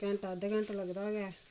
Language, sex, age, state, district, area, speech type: Dogri, female, 45-60, Jammu and Kashmir, Reasi, rural, spontaneous